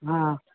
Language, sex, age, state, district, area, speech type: Maithili, male, 60+, Bihar, Purnia, rural, conversation